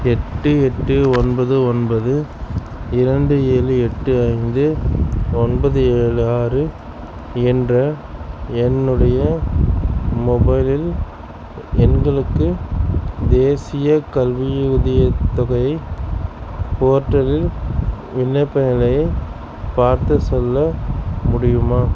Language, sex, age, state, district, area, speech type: Tamil, male, 45-60, Tamil Nadu, Sivaganga, rural, read